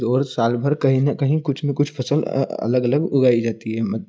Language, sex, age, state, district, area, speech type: Hindi, male, 18-30, Madhya Pradesh, Ujjain, urban, spontaneous